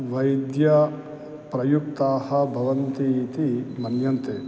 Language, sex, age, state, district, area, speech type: Sanskrit, male, 45-60, Telangana, Karimnagar, urban, spontaneous